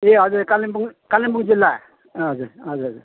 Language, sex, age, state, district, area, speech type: Nepali, male, 60+, West Bengal, Kalimpong, rural, conversation